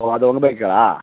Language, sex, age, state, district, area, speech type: Tamil, male, 30-45, Tamil Nadu, Theni, rural, conversation